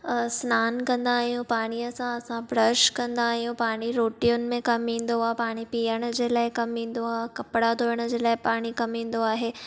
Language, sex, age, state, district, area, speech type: Sindhi, female, 18-30, Maharashtra, Thane, urban, spontaneous